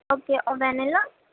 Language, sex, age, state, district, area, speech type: Urdu, female, 18-30, Uttar Pradesh, Gautam Buddha Nagar, urban, conversation